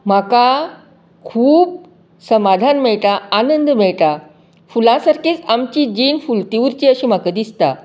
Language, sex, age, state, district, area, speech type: Goan Konkani, female, 60+, Goa, Canacona, rural, spontaneous